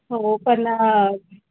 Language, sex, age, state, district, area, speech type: Marathi, female, 45-60, Maharashtra, Nagpur, urban, conversation